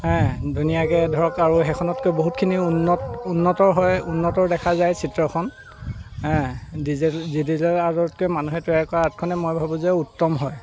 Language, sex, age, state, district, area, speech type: Assamese, male, 45-60, Assam, Dibrugarh, rural, spontaneous